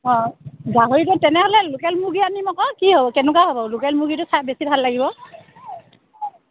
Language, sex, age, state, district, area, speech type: Assamese, female, 30-45, Assam, Dhemaji, rural, conversation